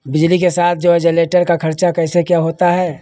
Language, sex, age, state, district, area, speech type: Hindi, male, 60+, Uttar Pradesh, Lucknow, rural, spontaneous